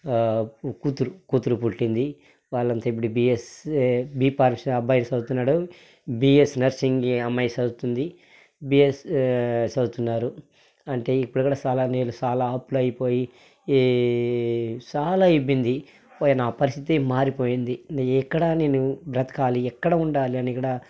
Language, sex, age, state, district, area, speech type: Telugu, male, 45-60, Andhra Pradesh, Sri Balaji, urban, spontaneous